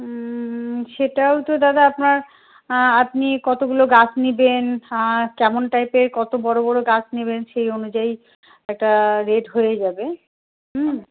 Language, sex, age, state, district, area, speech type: Bengali, female, 45-60, West Bengal, Malda, rural, conversation